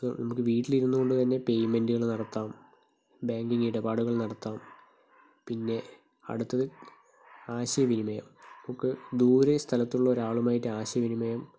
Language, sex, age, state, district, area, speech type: Malayalam, male, 30-45, Kerala, Palakkad, rural, spontaneous